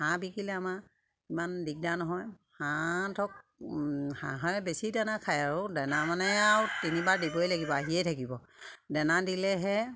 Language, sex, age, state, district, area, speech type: Assamese, female, 60+, Assam, Sivasagar, rural, spontaneous